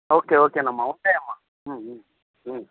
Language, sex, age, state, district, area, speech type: Telugu, male, 30-45, Andhra Pradesh, Anantapur, rural, conversation